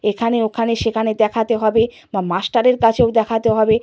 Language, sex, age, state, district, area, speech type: Bengali, female, 60+, West Bengal, Purba Medinipur, rural, spontaneous